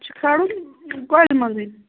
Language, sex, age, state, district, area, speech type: Kashmiri, female, 30-45, Jammu and Kashmir, Shopian, urban, conversation